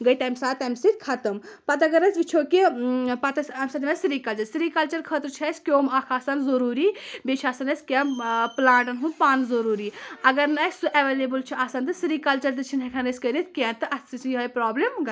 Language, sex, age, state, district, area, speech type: Kashmiri, female, 18-30, Jammu and Kashmir, Anantnag, urban, spontaneous